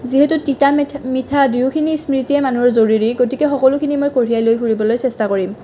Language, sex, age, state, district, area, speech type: Assamese, female, 18-30, Assam, Nalbari, rural, spontaneous